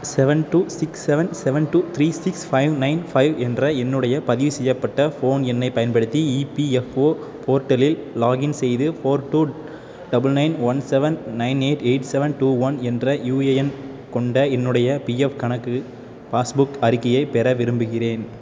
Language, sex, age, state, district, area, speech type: Tamil, male, 18-30, Tamil Nadu, Tiruppur, rural, read